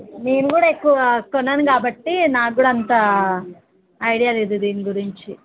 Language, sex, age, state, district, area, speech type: Telugu, female, 30-45, Telangana, Nalgonda, rural, conversation